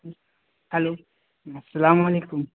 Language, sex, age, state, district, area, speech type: Urdu, male, 18-30, Bihar, Gaya, rural, conversation